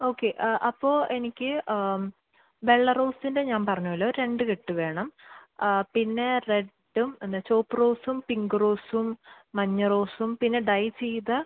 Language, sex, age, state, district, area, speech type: Malayalam, female, 18-30, Kerala, Thrissur, rural, conversation